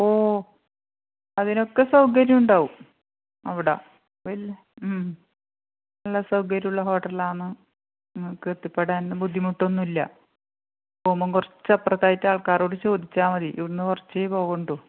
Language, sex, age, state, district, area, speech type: Malayalam, female, 45-60, Kerala, Kannur, rural, conversation